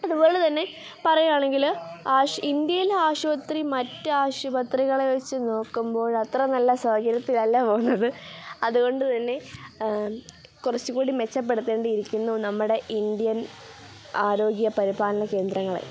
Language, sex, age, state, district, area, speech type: Malayalam, female, 18-30, Kerala, Kottayam, rural, spontaneous